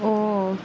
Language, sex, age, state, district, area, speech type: Dogri, female, 18-30, Jammu and Kashmir, Samba, rural, spontaneous